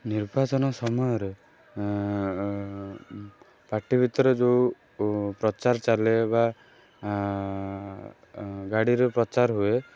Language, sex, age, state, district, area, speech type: Odia, male, 18-30, Odisha, Kendrapara, urban, spontaneous